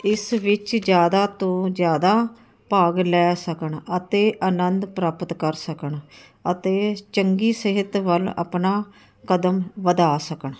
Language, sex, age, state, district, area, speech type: Punjabi, female, 45-60, Punjab, Ludhiana, urban, spontaneous